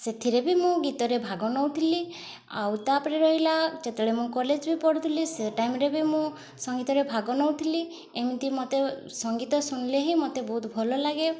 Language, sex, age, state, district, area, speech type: Odia, female, 18-30, Odisha, Mayurbhanj, rural, spontaneous